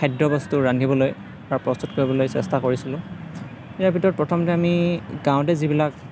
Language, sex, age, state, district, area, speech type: Assamese, male, 30-45, Assam, Morigaon, rural, spontaneous